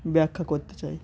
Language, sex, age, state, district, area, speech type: Bengali, male, 18-30, West Bengal, Uttar Dinajpur, urban, spontaneous